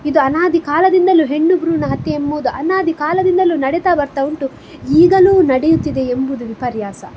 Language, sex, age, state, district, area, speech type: Kannada, female, 18-30, Karnataka, Udupi, rural, spontaneous